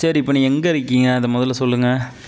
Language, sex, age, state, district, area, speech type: Tamil, male, 18-30, Tamil Nadu, Mayiladuthurai, urban, spontaneous